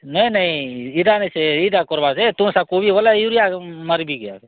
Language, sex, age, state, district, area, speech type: Odia, male, 45-60, Odisha, Kalahandi, rural, conversation